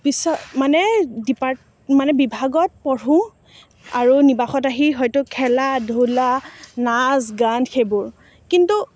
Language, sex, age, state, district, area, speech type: Assamese, female, 18-30, Assam, Morigaon, rural, spontaneous